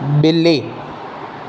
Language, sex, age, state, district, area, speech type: Sindhi, male, 18-30, Gujarat, Junagadh, rural, read